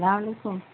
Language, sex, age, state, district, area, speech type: Urdu, female, 60+, Bihar, Gaya, urban, conversation